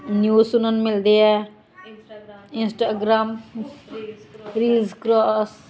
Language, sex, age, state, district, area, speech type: Punjabi, female, 60+, Punjab, Ludhiana, rural, spontaneous